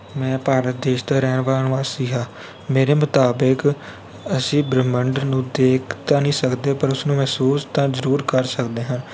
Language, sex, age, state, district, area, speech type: Punjabi, male, 18-30, Punjab, Kapurthala, urban, spontaneous